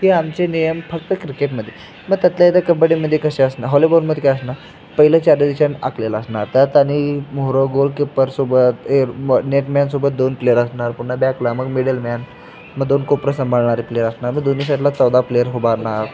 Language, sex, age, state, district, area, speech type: Marathi, male, 18-30, Maharashtra, Sangli, urban, spontaneous